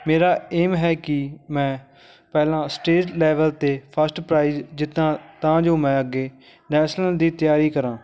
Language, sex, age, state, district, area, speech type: Punjabi, male, 18-30, Punjab, Fatehgarh Sahib, rural, spontaneous